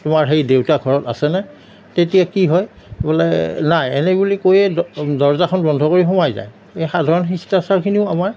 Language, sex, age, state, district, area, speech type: Assamese, male, 60+, Assam, Darrang, rural, spontaneous